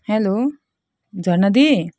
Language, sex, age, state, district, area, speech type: Nepali, female, 30-45, West Bengal, Jalpaiguri, rural, spontaneous